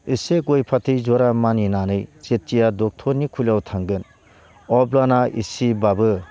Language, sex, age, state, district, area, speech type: Bodo, male, 60+, Assam, Baksa, rural, spontaneous